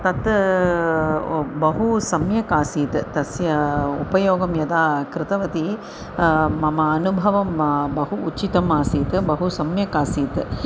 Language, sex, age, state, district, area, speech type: Sanskrit, female, 45-60, Tamil Nadu, Chennai, urban, spontaneous